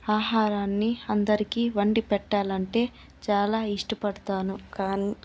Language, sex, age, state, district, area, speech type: Telugu, female, 30-45, Andhra Pradesh, Chittoor, urban, spontaneous